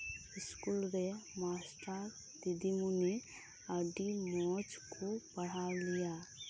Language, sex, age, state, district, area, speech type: Santali, female, 18-30, West Bengal, Birbhum, rural, spontaneous